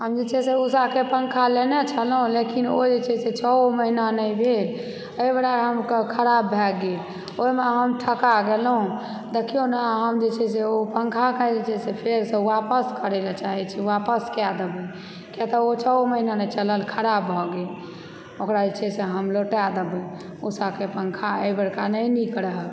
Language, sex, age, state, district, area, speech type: Maithili, female, 30-45, Bihar, Supaul, urban, spontaneous